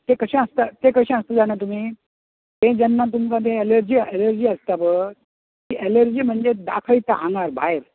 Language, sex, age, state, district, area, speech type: Goan Konkani, male, 60+, Goa, Bardez, urban, conversation